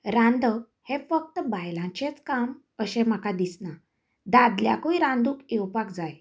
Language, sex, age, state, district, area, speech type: Goan Konkani, female, 30-45, Goa, Canacona, rural, spontaneous